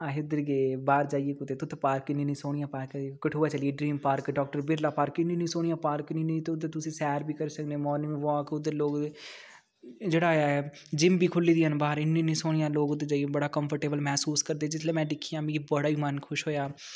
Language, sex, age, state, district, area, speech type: Dogri, male, 18-30, Jammu and Kashmir, Kathua, rural, spontaneous